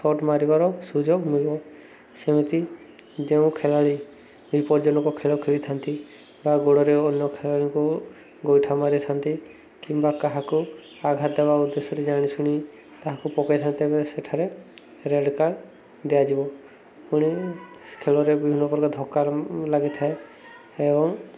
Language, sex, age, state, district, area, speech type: Odia, male, 30-45, Odisha, Subarnapur, urban, spontaneous